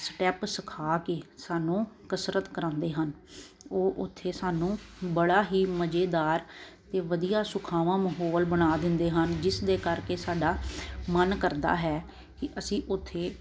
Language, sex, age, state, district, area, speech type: Punjabi, female, 30-45, Punjab, Kapurthala, urban, spontaneous